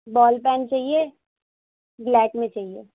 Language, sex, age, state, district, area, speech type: Urdu, female, 18-30, Delhi, North West Delhi, urban, conversation